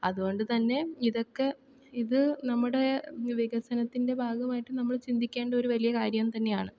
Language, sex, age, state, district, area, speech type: Malayalam, female, 18-30, Kerala, Thiruvananthapuram, urban, spontaneous